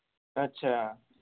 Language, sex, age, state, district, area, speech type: Dogri, male, 18-30, Jammu and Kashmir, Samba, rural, conversation